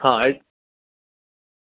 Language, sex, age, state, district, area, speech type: Gujarati, male, 30-45, Gujarat, Surat, urban, conversation